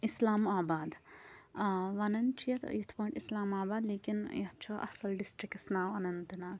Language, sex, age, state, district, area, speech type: Kashmiri, female, 30-45, Jammu and Kashmir, Shopian, rural, spontaneous